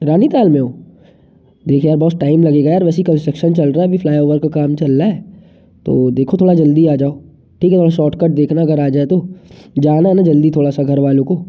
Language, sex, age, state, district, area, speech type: Hindi, male, 18-30, Madhya Pradesh, Jabalpur, urban, spontaneous